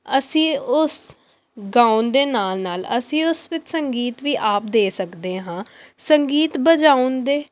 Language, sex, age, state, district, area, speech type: Punjabi, female, 18-30, Punjab, Pathankot, urban, spontaneous